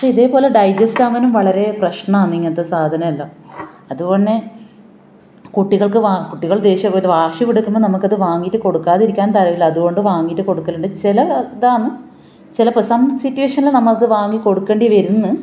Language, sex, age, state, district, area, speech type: Malayalam, female, 30-45, Kerala, Kasaragod, rural, spontaneous